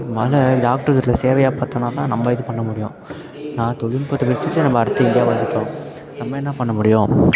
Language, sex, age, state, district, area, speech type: Tamil, male, 18-30, Tamil Nadu, Perambalur, rural, spontaneous